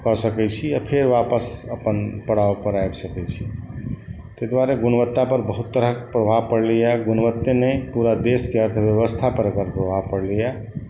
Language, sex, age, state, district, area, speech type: Maithili, male, 45-60, Bihar, Darbhanga, urban, spontaneous